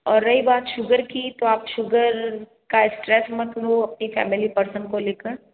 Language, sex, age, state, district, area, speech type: Hindi, female, 60+, Rajasthan, Jodhpur, urban, conversation